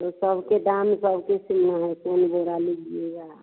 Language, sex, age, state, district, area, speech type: Hindi, female, 60+, Bihar, Vaishali, urban, conversation